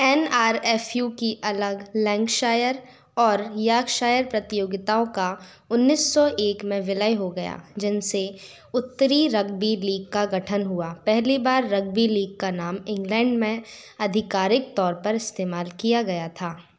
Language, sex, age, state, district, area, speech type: Hindi, female, 30-45, Madhya Pradesh, Bhopal, urban, read